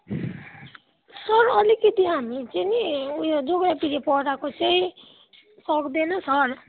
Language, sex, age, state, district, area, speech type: Nepali, female, 18-30, West Bengal, Kalimpong, rural, conversation